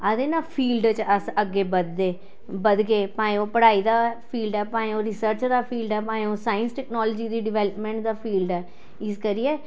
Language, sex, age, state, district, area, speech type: Dogri, female, 45-60, Jammu and Kashmir, Jammu, urban, spontaneous